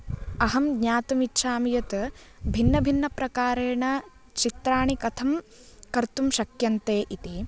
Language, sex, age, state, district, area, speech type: Sanskrit, female, 18-30, Karnataka, Uttara Kannada, rural, spontaneous